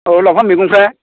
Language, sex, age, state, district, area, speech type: Bodo, male, 45-60, Assam, Udalguri, rural, conversation